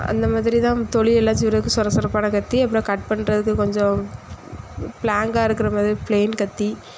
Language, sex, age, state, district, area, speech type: Tamil, female, 18-30, Tamil Nadu, Thoothukudi, rural, spontaneous